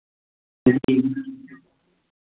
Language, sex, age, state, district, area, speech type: Hindi, male, 18-30, Bihar, Vaishali, rural, conversation